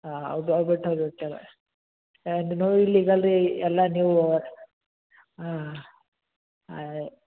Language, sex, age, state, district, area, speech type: Kannada, male, 18-30, Karnataka, Gulbarga, urban, conversation